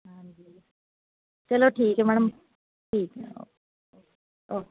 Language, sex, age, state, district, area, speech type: Punjabi, female, 30-45, Punjab, Kapurthala, rural, conversation